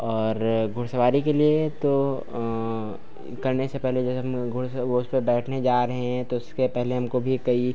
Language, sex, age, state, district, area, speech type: Hindi, male, 30-45, Uttar Pradesh, Lucknow, rural, spontaneous